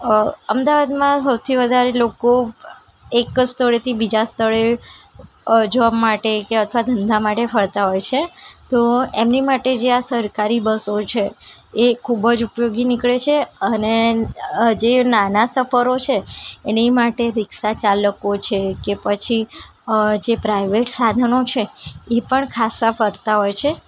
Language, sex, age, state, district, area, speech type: Gujarati, female, 18-30, Gujarat, Ahmedabad, urban, spontaneous